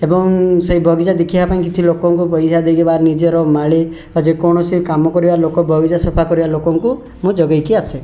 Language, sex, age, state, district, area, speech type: Odia, male, 30-45, Odisha, Rayagada, rural, spontaneous